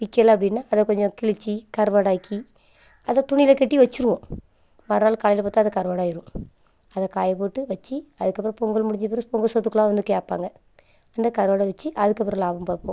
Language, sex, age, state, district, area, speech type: Tamil, female, 30-45, Tamil Nadu, Thoothukudi, rural, spontaneous